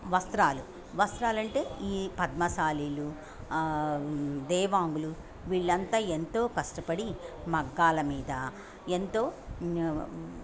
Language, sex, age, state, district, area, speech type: Telugu, female, 60+, Andhra Pradesh, Bapatla, urban, spontaneous